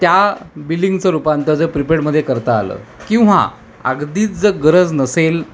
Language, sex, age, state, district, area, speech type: Marathi, male, 45-60, Maharashtra, Thane, rural, spontaneous